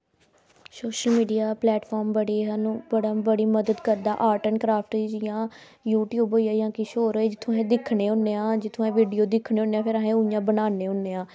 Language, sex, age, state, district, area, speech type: Dogri, female, 18-30, Jammu and Kashmir, Samba, rural, spontaneous